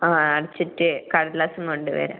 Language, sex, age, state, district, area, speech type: Malayalam, female, 18-30, Kerala, Kannur, rural, conversation